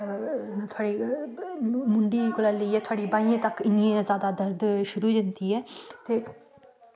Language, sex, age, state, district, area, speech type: Dogri, female, 18-30, Jammu and Kashmir, Samba, rural, spontaneous